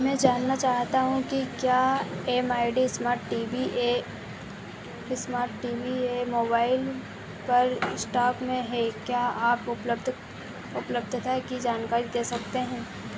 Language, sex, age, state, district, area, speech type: Hindi, female, 18-30, Madhya Pradesh, Harda, rural, read